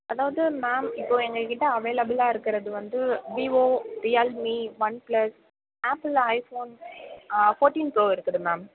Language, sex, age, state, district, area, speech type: Tamil, female, 18-30, Tamil Nadu, Mayiladuthurai, rural, conversation